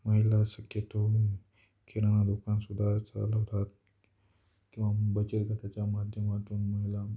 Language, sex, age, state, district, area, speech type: Marathi, male, 18-30, Maharashtra, Beed, rural, spontaneous